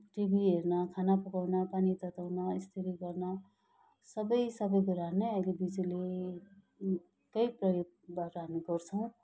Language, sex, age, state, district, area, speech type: Nepali, male, 45-60, West Bengal, Kalimpong, rural, spontaneous